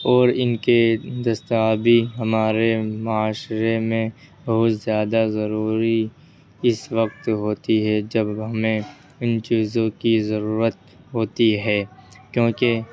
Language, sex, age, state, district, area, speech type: Urdu, male, 18-30, Uttar Pradesh, Ghaziabad, urban, spontaneous